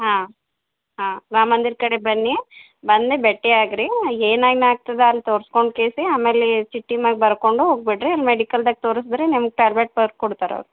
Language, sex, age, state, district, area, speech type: Kannada, female, 30-45, Karnataka, Gulbarga, urban, conversation